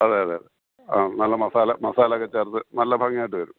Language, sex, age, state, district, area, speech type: Malayalam, male, 60+, Kerala, Kottayam, rural, conversation